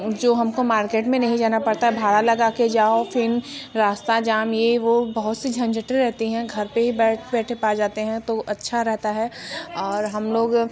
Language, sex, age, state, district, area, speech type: Hindi, female, 45-60, Uttar Pradesh, Mirzapur, rural, spontaneous